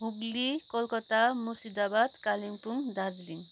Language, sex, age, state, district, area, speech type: Nepali, female, 30-45, West Bengal, Kalimpong, rural, spontaneous